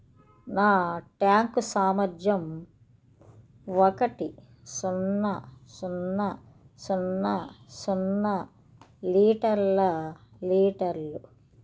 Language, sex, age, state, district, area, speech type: Telugu, female, 60+, Andhra Pradesh, Krishna, rural, read